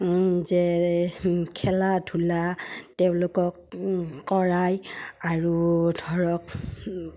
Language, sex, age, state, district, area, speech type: Assamese, female, 30-45, Assam, Udalguri, rural, spontaneous